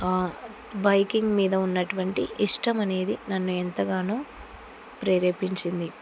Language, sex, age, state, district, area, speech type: Telugu, female, 45-60, Andhra Pradesh, Kurnool, rural, spontaneous